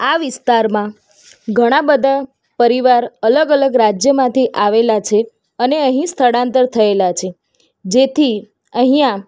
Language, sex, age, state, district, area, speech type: Gujarati, female, 30-45, Gujarat, Ahmedabad, urban, spontaneous